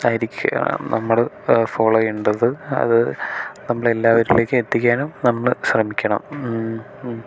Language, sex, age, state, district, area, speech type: Malayalam, male, 18-30, Kerala, Thrissur, rural, spontaneous